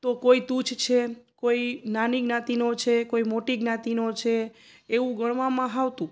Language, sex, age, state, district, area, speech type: Gujarati, female, 30-45, Gujarat, Junagadh, urban, spontaneous